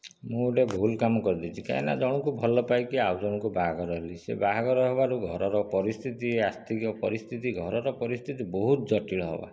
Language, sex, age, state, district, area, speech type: Odia, male, 30-45, Odisha, Dhenkanal, rural, spontaneous